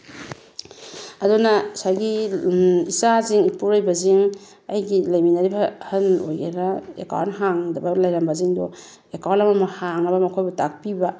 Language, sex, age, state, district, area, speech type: Manipuri, female, 45-60, Manipur, Bishnupur, rural, spontaneous